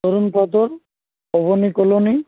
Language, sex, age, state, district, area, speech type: Bengali, male, 30-45, West Bengal, Uttar Dinajpur, urban, conversation